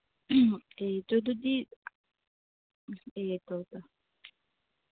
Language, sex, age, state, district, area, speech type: Manipuri, female, 18-30, Manipur, Senapati, urban, conversation